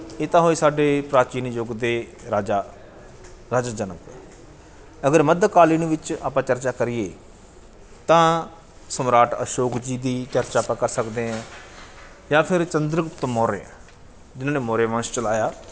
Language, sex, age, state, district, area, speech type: Punjabi, male, 45-60, Punjab, Bathinda, urban, spontaneous